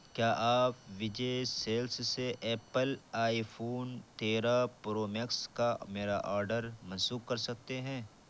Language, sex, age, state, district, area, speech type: Urdu, male, 30-45, Bihar, Purnia, rural, read